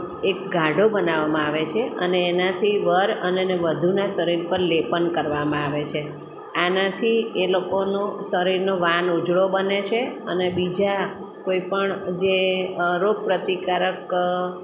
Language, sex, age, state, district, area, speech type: Gujarati, female, 45-60, Gujarat, Surat, urban, spontaneous